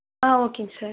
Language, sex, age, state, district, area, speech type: Tamil, female, 18-30, Tamil Nadu, Erode, rural, conversation